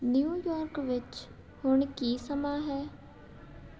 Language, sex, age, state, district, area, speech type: Punjabi, female, 18-30, Punjab, Jalandhar, urban, read